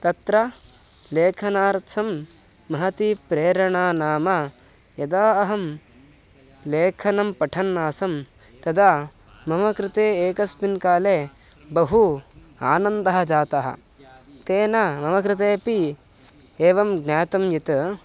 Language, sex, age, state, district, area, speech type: Sanskrit, male, 18-30, Karnataka, Mysore, rural, spontaneous